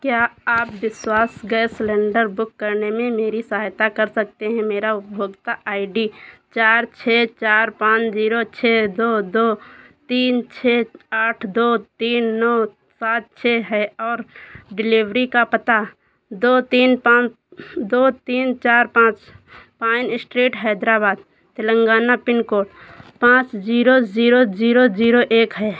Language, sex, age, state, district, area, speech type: Hindi, female, 30-45, Uttar Pradesh, Sitapur, rural, read